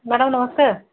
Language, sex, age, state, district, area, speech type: Odia, female, 60+, Odisha, Gajapati, rural, conversation